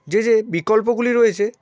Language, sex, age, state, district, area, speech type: Bengali, male, 30-45, West Bengal, Purba Medinipur, rural, spontaneous